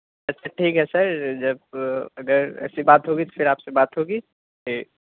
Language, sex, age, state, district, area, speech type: Urdu, male, 18-30, Bihar, Purnia, rural, conversation